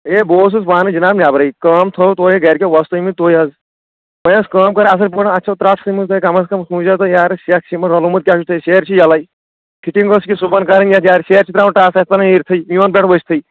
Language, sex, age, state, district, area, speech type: Kashmiri, male, 30-45, Jammu and Kashmir, Kulgam, urban, conversation